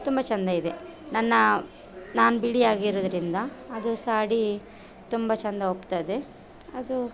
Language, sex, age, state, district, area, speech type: Kannada, female, 30-45, Karnataka, Dakshina Kannada, rural, spontaneous